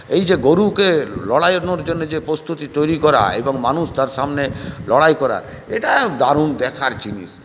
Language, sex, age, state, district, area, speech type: Bengali, male, 60+, West Bengal, Purulia, rural, spontaneous